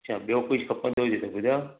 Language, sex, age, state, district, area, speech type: Sindhi, male, 45-60, Maharashtra, Thane, urban, conversation